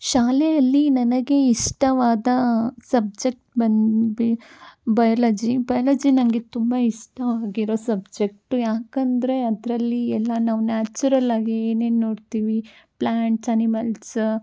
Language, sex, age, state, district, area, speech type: Kannada, female, 18-30, Karnataka, Chitradurga, rural, spontaneous